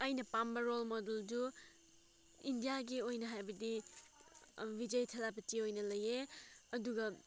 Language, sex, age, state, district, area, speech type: Manipuri, female, 18-30, Manipur, Senapati, rural, spontaneous